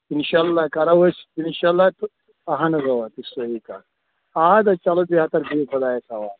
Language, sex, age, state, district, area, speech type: Kashmiri, male, 45-60, Jammu and Kashmir, Kulgam, rural, conversation